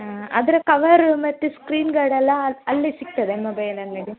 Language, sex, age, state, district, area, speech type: Kannada, female, 18-30, Karnataka, Udupi, rural, conversation